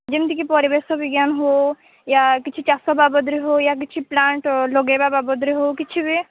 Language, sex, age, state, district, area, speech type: Odia, female, 18-30, Odisha, Sambalpur, rural, conversation